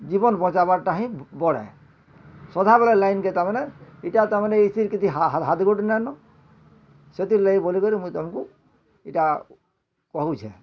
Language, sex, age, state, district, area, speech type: Odia, male, 60+, Odisha, Bargarh, urban, spontaneous